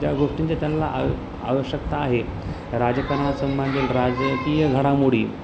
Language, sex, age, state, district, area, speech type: Marathi, male, 30-45, Maharashtra, Nanded, urban, spontaneous